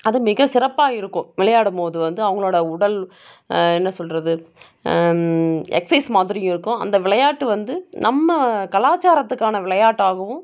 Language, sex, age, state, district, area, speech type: Tamil, female, 30-45, Tamil Nadu, Dharmapuri, rural, spontaneous